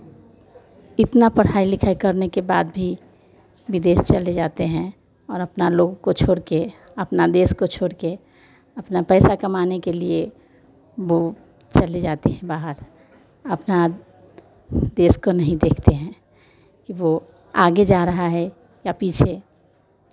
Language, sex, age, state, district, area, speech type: Hindi, female, 60+, Bihar, Vaishali, urban, spontaneous